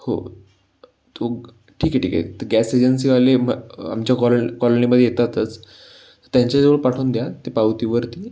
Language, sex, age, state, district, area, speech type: Marathi, male, 18-30, Maharashtra, Pune, urban, spontaneous